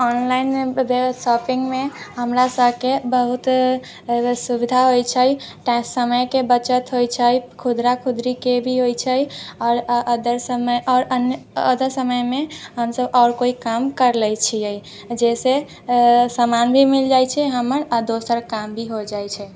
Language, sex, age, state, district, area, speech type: Maithili, female, 18-30, Bihar, Muzaffarpur, rural, spontaneous